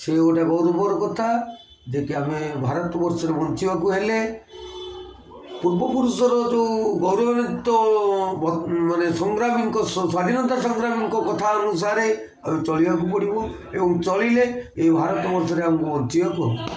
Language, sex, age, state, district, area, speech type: Odia, male, 45-60, Odisha, Kendrapara, urban, spontaneous